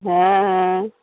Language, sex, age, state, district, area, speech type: Bengali, female, 30-45, West Bengal, Howrah, urban, conversation